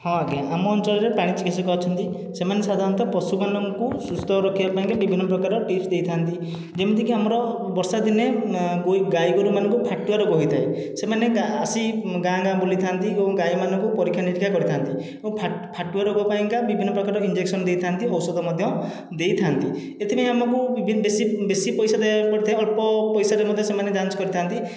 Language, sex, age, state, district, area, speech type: Odia, male, 30-45, Odisha, Khordha, rural, spontaneous